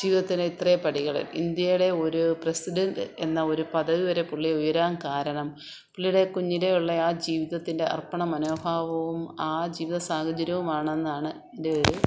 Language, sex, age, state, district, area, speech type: Malayalam, female, 45-60, Kerala, Kottayam, rural, spontaneous